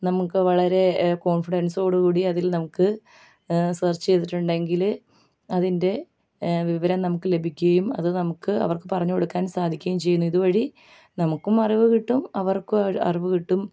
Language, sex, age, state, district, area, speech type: Malayalam, female, 30-45, Kerala, Alappuzha, rural, spontaneous